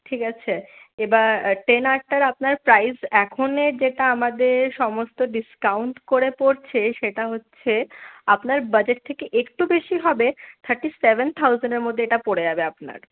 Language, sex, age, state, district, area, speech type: Bengali, female, 18-30, West Bengal, Paschim Bardhaman, rural, conversation